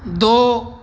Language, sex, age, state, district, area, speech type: Punjabi, male, 45-60, Punjab, Kapurthala, urban, read